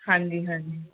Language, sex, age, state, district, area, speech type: Punjabi, female, 45-60, Punjab, Gurdaspur, rural, conversation